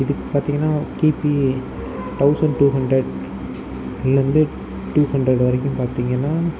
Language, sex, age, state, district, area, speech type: Tamil, male, 18-30, Tamil Nadu, Tiruvarur, urban, spontaneous